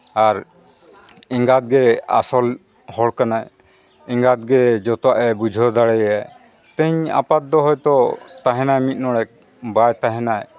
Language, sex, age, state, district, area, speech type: Santali, male, 45-60, Jharkhand, East Singhbhum, rural, spontaneous